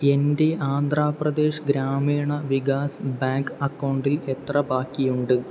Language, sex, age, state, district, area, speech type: Malayalam, male, 18-30, Kerala, Palakkad, rural, read